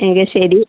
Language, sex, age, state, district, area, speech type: Malayalam, female, 30-45, Kerala, Kannur, urban, conversation